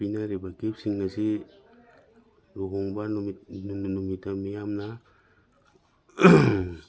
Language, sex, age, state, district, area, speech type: Manipuri, male, 45-60, Manipur, Imphal East, rural, spontaneous